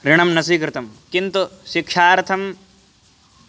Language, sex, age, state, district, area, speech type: Sanskrit, male, 18-30, Uttar Pradesh, Hardoi, urban, spontaneous